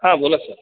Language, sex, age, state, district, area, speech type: Marathi, male, 30-45, Maharashtra, Buldhana, urban, conversation